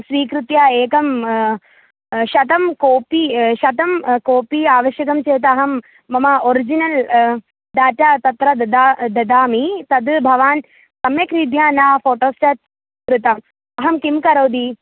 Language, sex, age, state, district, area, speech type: Sanskrit, female, 18-30, Kerala, Thrissur, rural, conversation